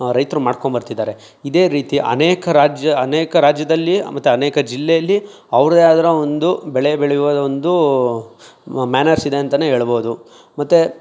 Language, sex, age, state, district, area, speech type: Kannada, male, 30-45, Karnataka, Chikkaballapur, urban, spontaneous